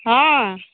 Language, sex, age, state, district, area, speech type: Odia, female, 60+, Odisha, Nayagarh, rural, conversation